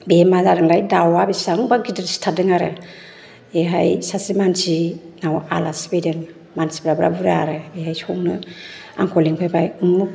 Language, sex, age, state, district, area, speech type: Bodo, female, 30-45, Assam, Chirang, urban, spontaneous